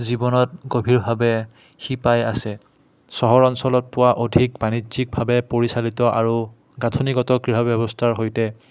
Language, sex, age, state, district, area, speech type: Assamese, male, 30-45, Assam, Udalguri, rural, spontaneous